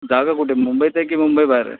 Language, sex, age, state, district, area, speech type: Marathi, male, 45-60, Maharashtra, Mumbai Suburban, urban, conversation